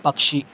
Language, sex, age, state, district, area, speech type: Telugu, male, 18-30, Andhra Pradesh, Anantapur, urban, read